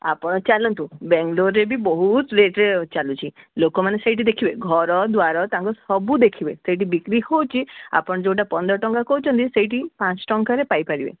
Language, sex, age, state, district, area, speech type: Odia, female, 60+, Odisha, Gajapati, rural, conversation